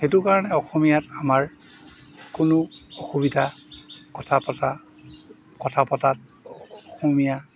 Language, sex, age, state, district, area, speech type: Assamese, male, 45-60, Assam, Golaghat, rural, spontaneous